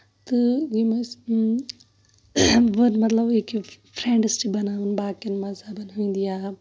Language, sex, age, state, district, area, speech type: Kashmiri, female, 30-45, Jammu and Kashmir, Shopian, rural, spontaneous